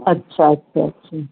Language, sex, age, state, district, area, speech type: Urdu, female, 60+, Uttar Pradesh, Rampur, urban, conversation